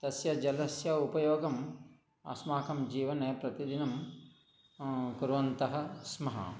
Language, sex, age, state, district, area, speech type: Sanskrit, male, 60+, Telangana, Nalgonda, urban, spontaneous